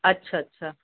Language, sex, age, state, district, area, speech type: Sindhi, female, 45-60, Uttar Pradesh, Lucknow, urban, conversation